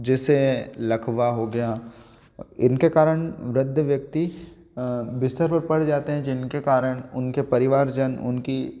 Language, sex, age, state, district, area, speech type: Hindi, male, 18-30, Madhya Pradesh, Ujjain, rural, spontaneous